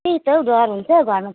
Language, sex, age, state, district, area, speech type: Nepali, female, 30-45, West Bengal, Jalpaiguri, rural, conversation